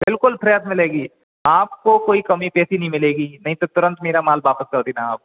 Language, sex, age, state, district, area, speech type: Hindi, male, 30-45, Madhya Pradesh, Gwalior, urban, conversation